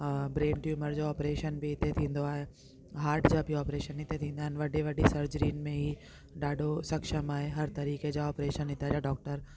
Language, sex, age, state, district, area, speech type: Sindhi, female, 30-45, Delhi, South Delhi, urban, spontaneous